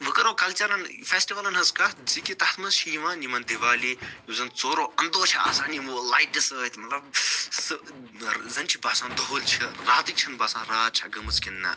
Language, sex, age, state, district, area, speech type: Kashmiri, male, 45-60, Jammu and Kashmir, Budgam, urban, spontaneous